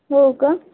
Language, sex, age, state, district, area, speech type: Marathi, female, 18-30, Maharashtra, Wardha, rural, conversation